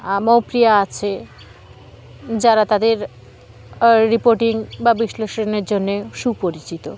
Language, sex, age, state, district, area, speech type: Bengali, female, 30-45, West Bengal, Dakshin Dinajpur, urban, spontaneous